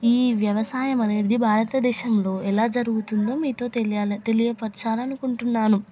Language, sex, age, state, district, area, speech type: Telugu, female, 18-30, Telangana, Hyderabad, urban, spontaneous